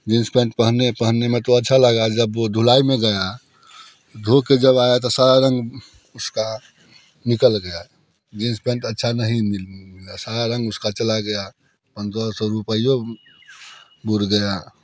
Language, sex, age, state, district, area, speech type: Hindi, male, 30-45, Bihar, Muzaffarpur, rural, spontaneous